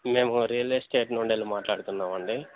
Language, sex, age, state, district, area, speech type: Telugu, male, 18-30, Telangana, Jangaon, rural, conversation